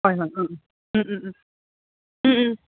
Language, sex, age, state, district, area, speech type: Manipuri, female, 18-30, Manipur, Tengnoupal, rural, conversation